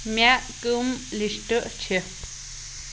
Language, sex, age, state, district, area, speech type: Kashmiri, female, 18-30, Jammu and Kashmir, Anantnag, rural, read